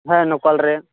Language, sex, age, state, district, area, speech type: Santali, male, 18-30, West Bengal, Purba Bardhaman, rural, conversation